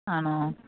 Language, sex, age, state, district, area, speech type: Malayalam, female, 30-45, Kerala, Alappuzha, rural, conversation